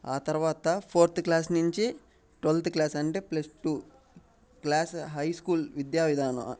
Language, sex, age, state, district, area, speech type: Telugu, male, 18-30, Andhra Pradesh, Bapatla, rural, spontaneous